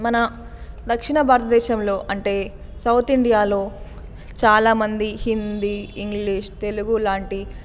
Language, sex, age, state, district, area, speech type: Telugu, female, 18-30, Telangana, Nalgonda, urban, spontaneous